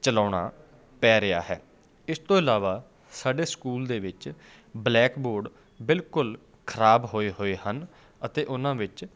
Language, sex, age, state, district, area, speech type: Punjabi, male, 30-45, Punjab, Patiala, rural, spontaneous